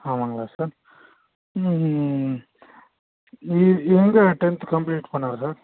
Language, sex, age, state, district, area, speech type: Tamil, male, 18-30, Tamil Nadu, Krishnagiri, rural, conversation